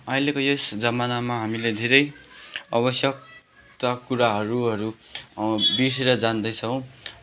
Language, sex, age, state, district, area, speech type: Nepali, male, 18-30, West Bengal, Kalimpong, rural, spontaneous